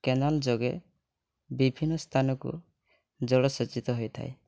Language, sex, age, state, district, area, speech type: Odia, male, 18-30, Odisha, Mayurbhanj, rural, spontaneous